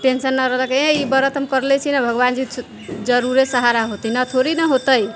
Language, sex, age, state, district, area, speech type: Maithili, female, 45-60, Bihar, Sitamarhi, rural, spontaneous